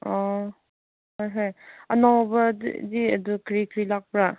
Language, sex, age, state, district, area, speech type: Manipuri, female, 18-30, Manipur, Kangpokpi, rural, conversation